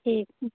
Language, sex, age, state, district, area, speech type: Maithili, female, 18-30, Bihar, Purnia, rural, conversation